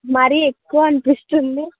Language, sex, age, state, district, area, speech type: Telugu, female, 18-30, Telangana, Ranga Reddy, rural, conversation